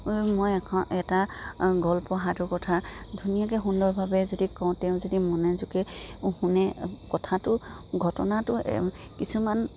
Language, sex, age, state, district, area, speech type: Assamese, female, 45-60, Assam, Dibrugarh, rural, spontaneous